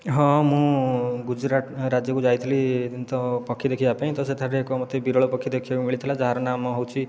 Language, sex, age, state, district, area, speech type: Odia, male, 30-45, Odisha, Khordha, rural, spontaneous